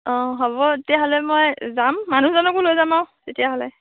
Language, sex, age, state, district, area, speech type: Assamese, female, 30-45, Assam, Dhemaji, rural, conversation